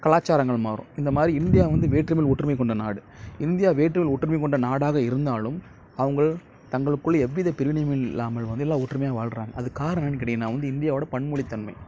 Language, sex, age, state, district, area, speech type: Tamil, male, 30-45, Tamil Nadu, Nagapattinam, rural, spontaneous